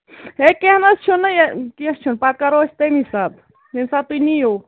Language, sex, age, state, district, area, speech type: Kashmiri, female, 45-60, Jammu and Kashmir, Ganderbal, rural, conversation